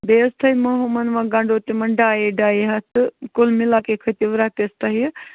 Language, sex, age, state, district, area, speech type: Kashmiri, female, 45-60, Jammu and Kashmir, Bandipora, rural, conversation